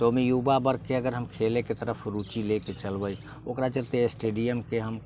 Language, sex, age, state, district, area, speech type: Maithili, male, 30-45, Bihar, Muzaffarpur, rural, spontaneous